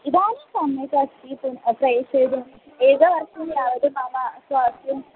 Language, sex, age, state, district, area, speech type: Sanskrit, female, 18-30, Kerala, Malappuram, urban, conversation